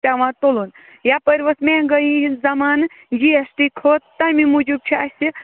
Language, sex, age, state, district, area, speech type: Kashmiri, female, 18-30, Jammu and Kashmir, Ganderbal, rural, conversation